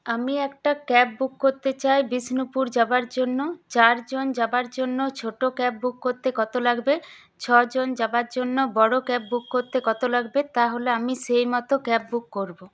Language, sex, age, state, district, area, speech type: Bengali, female, 18-30, West Bengal, Paschim Bardhaman, urban, spontaneous